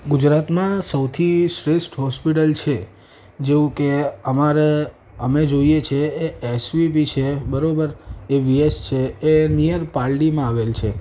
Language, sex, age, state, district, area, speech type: Gujarati, male, 18-30, Gujarat, Ahmedabad, urban, spontaneous